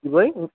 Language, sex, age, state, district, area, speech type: Bengali, male, 18-30, West Bengal, Paschim Medinipur, rural, conversation